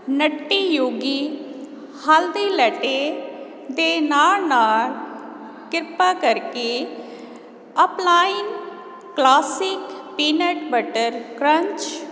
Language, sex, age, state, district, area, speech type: Punjabi, female, 45-60, Punjab, Jalandhar, urban, read